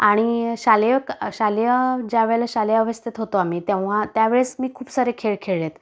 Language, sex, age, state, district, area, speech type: Marathi, female, 30-45, Maharashtra, Kolhapur, urban, spontaneous